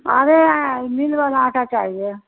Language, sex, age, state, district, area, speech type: Hindi, female, 60+, Uttar Pradesh, Mau, rural, conversation